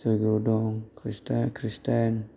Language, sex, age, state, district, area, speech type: Bodo, male, 30-45, Assam, Kokrajhar, rural, spontaneous